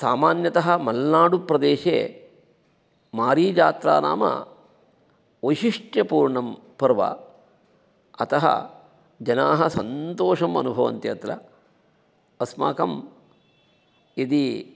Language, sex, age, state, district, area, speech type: Sanskrit, male, 45-60, Karnataka, Shimoga, urban, spontaneous